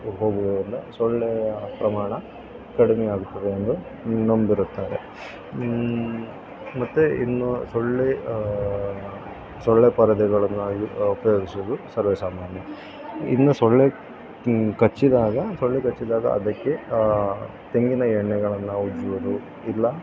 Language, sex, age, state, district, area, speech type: Kannada, male, 30-45, Karnataka, Udupi, rural, spontaneous